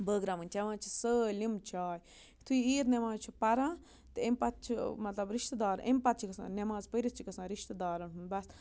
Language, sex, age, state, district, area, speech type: Kashmiri, female, 45-60, Jammu and Kashmir, Budgam, rural, spontaneous